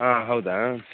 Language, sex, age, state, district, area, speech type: Kannada, male, 18-30, Karnataka, Dakshina Kannada, urban, conversation